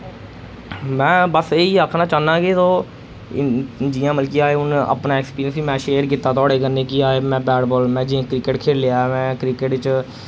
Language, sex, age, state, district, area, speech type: Dogri, male, 18-30, Jammu and Kashmir, Jammu, rural, spontaneous